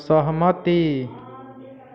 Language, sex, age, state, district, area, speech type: Maithili, male, 30-45, Bihar, Sitamarhi, rural, read